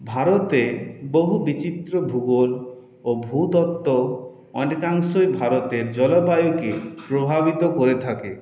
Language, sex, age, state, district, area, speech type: Bengali, male, 18-30, West Bengal, Purulia, urban, spontaneous